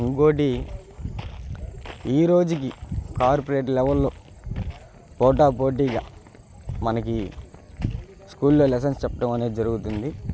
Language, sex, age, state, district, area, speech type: Telugu, male, 18-30, Andhra Pradesh, Bapatla, rural, spontaneous